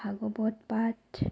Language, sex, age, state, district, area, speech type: Assamese, female, 30-45, Assam, Sonitpur, rural, spontaneous